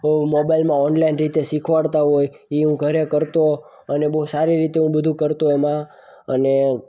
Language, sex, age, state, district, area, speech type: Gujarati, male, 18-30, Gujarat, Surat, rural, spontaneous